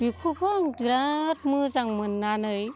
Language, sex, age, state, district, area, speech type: Bodo, female, 60+, Assam, Kokrajhar, rural, spontaneous